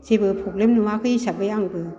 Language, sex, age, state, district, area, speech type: Bodo, female, 60+, Assam, Kokrajhar, rural, spontaneous